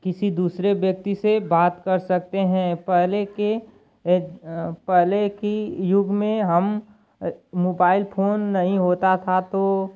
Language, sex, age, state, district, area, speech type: Hindi, male, 18-30, Uttar Pradesh, Ghazipur, rural, spontaneous